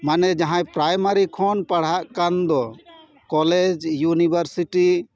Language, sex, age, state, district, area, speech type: Santali, male, 45-60, West Bengal, Paschim Bardhaman, urban, spontaneous